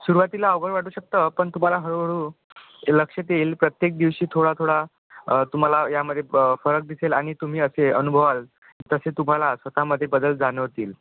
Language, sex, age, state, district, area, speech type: Marathi, male, 18-30, Maharashtra, Aurangabad, rural, conversation